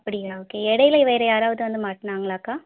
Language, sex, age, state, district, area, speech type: Tamil, female, 30-45, Tamil Nadu, Madurai, urban, conversation